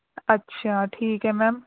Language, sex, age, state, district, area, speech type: Punjabi, female, 18-30, Punjab, Rupnagar, rural, conversation